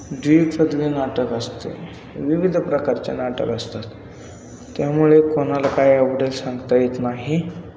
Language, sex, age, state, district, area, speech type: Marathi, male, 18-30, Maharashtra, Satara, rural, spontaneous